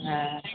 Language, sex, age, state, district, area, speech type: Maithili, female, 60+, Bihar, Madhepura, urban, conversation